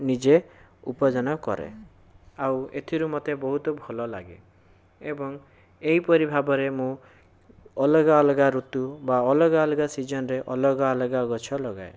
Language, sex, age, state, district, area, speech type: Odia, male, 45-60, Odisha, Bhadrak, rural, spontaneous